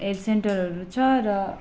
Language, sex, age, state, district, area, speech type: Nepali, female, 18-30, West Bengal, Alipurduar, urban, spontaneous